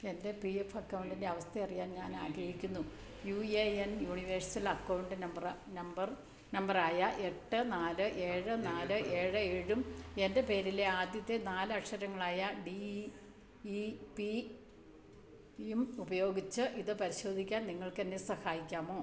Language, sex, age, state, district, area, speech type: Malayalam, female, 60+, Kerala, Idukki, rural, read